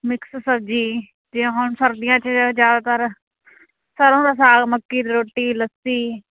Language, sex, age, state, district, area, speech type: Punjabi, female, 30-45, Punjab, Muktsar, urban, conversation